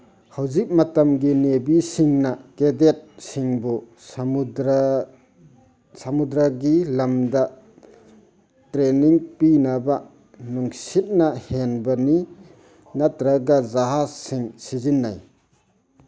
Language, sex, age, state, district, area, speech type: Manipuri, male, 45-60, Manipur, Churachandpur, rural, read